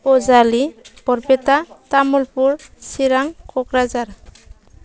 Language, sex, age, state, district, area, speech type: Bodo, female, 30-45, Assam, Baksa, rural, spontaneous